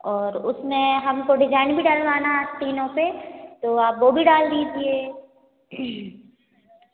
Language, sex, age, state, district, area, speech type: Hindi, female, 45-60, Madhya Pradesh, Hoshangabad, rural, conversation